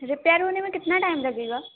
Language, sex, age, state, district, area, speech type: Hindi, female, 18-30, Madhya Pradesh, Chhindwara, urban, conversation